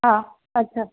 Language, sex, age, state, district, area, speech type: Sindhi, female, 45-60, Maharashtra, Thane, urban, conversation